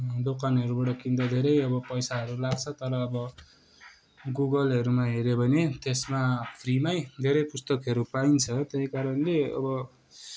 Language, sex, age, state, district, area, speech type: Nepali, male, 18-30, West Bengal, Kalimpong, rural, spontaneous